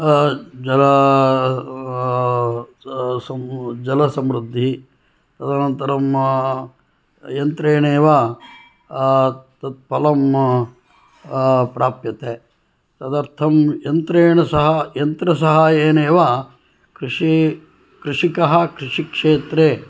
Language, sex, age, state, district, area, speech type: Sanskrit, male, 60+, Karnataka, Shimoga, urban, spontaneous